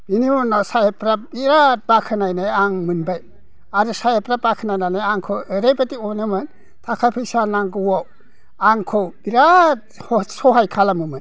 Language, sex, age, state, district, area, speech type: Bodo, male, 60+, Assam, Udalguri, rural, spontaneous